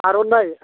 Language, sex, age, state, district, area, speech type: Bodo, male, 60+, Assam, Baksa, urban, conversation